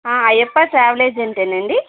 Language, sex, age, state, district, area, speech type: Telugu, female, 30-45, Andhra Pradesh, Vizianagaram, rural, conversation